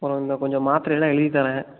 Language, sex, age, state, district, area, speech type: Tamil, male, 18-30, Tamil Nadu, Tiruppur, rural, conversation